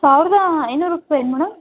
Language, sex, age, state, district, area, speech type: Kannada, female, 18-30, Karnataka, Chitradurga, urban, conversation